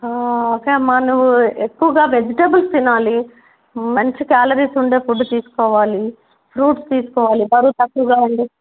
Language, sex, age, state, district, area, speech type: Telugu, female, 45-60, Telangana, Nizamabad, rural, conversation